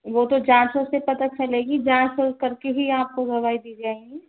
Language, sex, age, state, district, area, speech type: Hindi, female, 18-30, Rajasthan, Karauli, rural, conversation